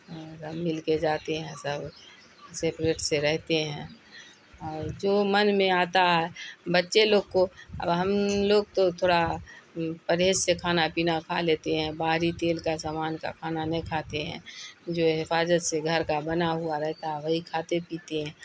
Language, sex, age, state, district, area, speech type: Urdu, female, 60+, Bihar, Khagaria, rural, spontaneous